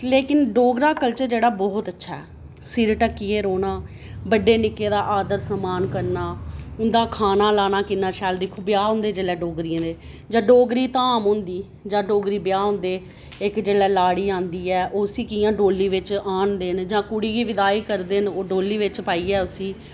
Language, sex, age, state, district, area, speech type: Dogri, female, 30-45, Jammu and Kashmir, Reasi, urban, spontaneous